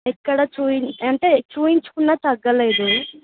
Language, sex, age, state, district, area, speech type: Telugu, female, 18-30, Telangana, Vikarabad, rural, conversation